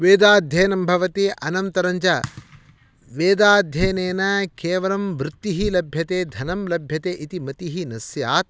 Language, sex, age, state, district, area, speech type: Sanskrit, male, 45-60, Karnataka, Shimoga, rural, spontaneous